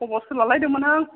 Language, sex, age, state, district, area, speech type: Bodo, female, 45-60, Assam, Chirang, urban, conversation